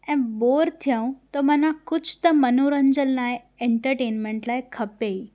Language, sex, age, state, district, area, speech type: Sindhi, female, 18-30, Gujarat, Surat, urban, spontaneous